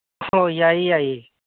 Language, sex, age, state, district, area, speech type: Manipuri, male, 30-45, Manipur, Kangpokpi, urban, conversation